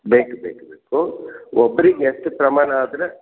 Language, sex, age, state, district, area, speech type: Kannada, male, 60+, Karnataka, Gulbarga, urban, conversation